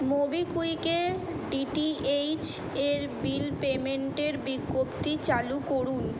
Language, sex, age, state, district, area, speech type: Bengali, female, 18-30, West Bengal, Kolkata, urban, read